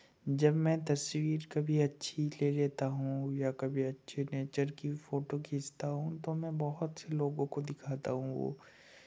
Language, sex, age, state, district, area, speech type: Hindi, male, 18-30, Madhya Pradesh, Betul, rural, spontaneous